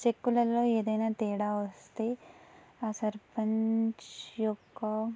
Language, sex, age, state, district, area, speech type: Telugu, female, 18-30, Andhra Pradesh, Anantapur, urban, spontaneous